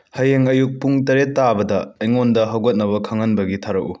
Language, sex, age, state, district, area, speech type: Manipuri, male, 18-30, Manipur, Imphal West, rural, read